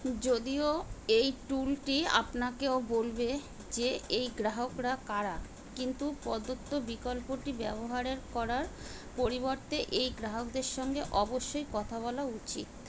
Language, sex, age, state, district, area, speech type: Bengali, female, 45-60, West Bengal, Kolkata, urban, read